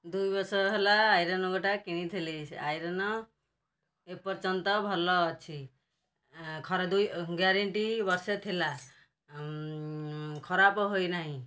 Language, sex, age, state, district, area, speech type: Odia, female, 60+, Odisha, Kendrapara, urban, spontaneous